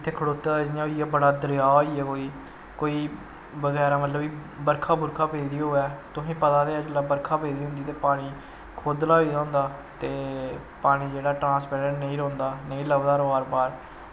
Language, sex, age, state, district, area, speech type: Dogri, male, 18-30, Jammu and Kashmir, Samba, rural, spontaneous